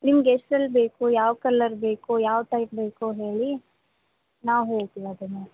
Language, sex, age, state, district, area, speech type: Kannada, female, 18-30, Karnataka, Gadag, rural, conversation